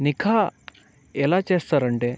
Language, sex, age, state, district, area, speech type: Telugu, male, 18-30, Andhra Pradesh, Bapatla, urban, spontaneous